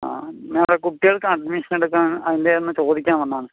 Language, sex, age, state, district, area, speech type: Malayalam, male, 18-30, Kerala, Palakkad, rural, conversation